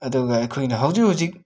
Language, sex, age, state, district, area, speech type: Manipuri, male, 18-30, Manipur, Imphal West, rural, spontaneous